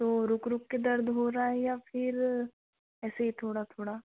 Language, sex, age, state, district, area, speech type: Hindi, female, 18-30, Madhya Pradesh, Betul, rural, conversation